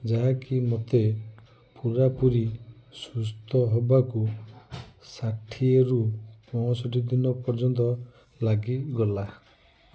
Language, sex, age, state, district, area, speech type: Odia, male, 45-60, Odisha, Cuttack, urban, spontaneous